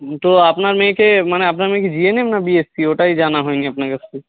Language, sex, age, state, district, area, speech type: Bengali, male, 45-60, West Bengal, Jhargram, rural, conversation